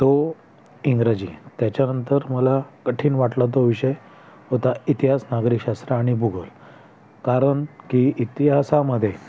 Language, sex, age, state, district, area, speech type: Marathi, male, 30-45, Maharashtra, Thane, urban, spontaneous